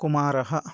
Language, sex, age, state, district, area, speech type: Sanskrit, male, 30-45, Karnataka, Bidar, urban, spontaneous